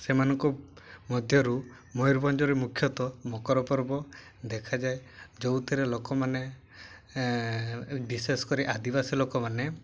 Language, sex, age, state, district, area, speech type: Odia, male, 18-30, Odisha, Mayurbhanj, rural, spontaneous